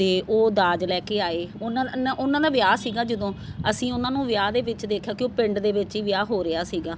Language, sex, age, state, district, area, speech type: Punjabi, female, 45-60, Punjab, Faridkot, urban, spontaneous